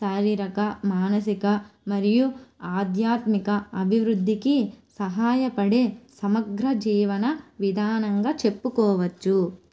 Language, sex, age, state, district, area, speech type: Telugu, female, 18-30, Andhra Pradesh, Nellore, rural, spontaneous